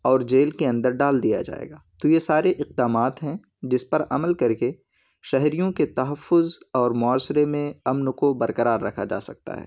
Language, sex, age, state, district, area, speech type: Urdu, male, 18-30, Uttar Pradesh, Ghaziabad, urban, spontaneous